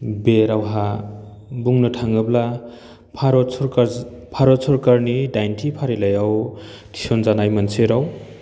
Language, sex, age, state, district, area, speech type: Bodo, male, 30-45, Assam, Baksa, urban, spontaneous